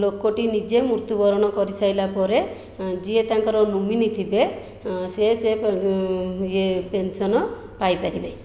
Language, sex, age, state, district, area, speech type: Odia, female, 60+, Odisha, Khordha, rural, spontaneous